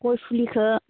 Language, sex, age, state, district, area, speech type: Bodo, female, 30-45, Assam, Baksa, rural, conversation